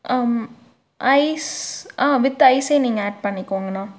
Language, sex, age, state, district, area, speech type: Tamil, female, 18-30, Tamil Nadu, Tiruppur, urban, spontaneous